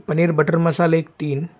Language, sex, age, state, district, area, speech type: Marathi, male, 45-60, Maharashtra, Sangli, urban, spontaneous